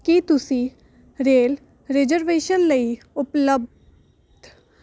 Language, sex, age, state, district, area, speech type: Punjabi, female, 18-30, Punjab, Hoshiarpur, urban, read